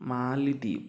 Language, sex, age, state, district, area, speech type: Malayalam, male, 30-45, Kerala, Palakkad, urban, spontaneous